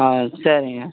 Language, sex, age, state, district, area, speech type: Tamil, male, 60+, Tamil Nadu, Vellore, rural, conversation